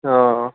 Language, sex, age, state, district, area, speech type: Assamese, male, 18-30, Assam, Nalbari, rural, conversation